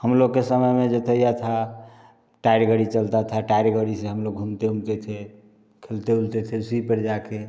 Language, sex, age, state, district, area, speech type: Hindi, male, 45-60, Bihar, Samastipur, urban, spontaneous